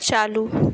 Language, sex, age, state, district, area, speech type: Hindi, female, 18-30, Madhya Pradesh, Harda, rural, read